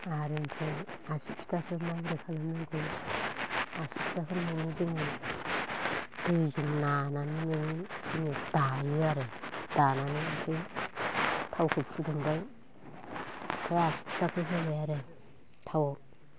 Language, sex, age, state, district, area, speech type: Bodo, female, 45-60, Assam, Baksa, rural, spontaneous